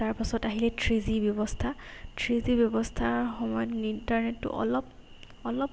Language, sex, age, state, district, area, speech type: Assamese, female, 18-30, Assam, Golaghat, urban, spontaneous